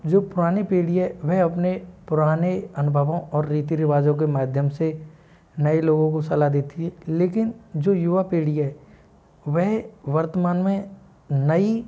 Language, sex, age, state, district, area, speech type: Hindi, male, 60+, Madhya Pradesh, Bhopal, urban, spontaneous